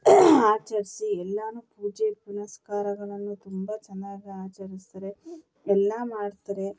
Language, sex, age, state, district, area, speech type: Kannada, female, 30-45, Karnataka, Mandya, rural, spontaneous